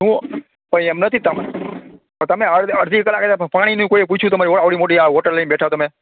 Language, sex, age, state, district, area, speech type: Gujarati, male, 45-60, Gujarat, Rajkot, rural, conversation